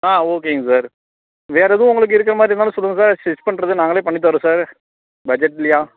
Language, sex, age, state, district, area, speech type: Tamil, male, 18-30, Tamil Nadu, Tiruppur, rural, conversation